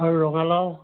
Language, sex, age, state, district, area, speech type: Assamese, male, 60+, Assam, Charaideo, urban, conversation